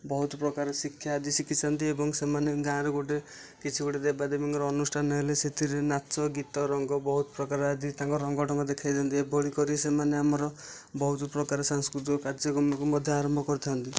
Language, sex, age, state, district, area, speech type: Odia, male, 18-30, Odisha, Nayagarh, rural, spontaneous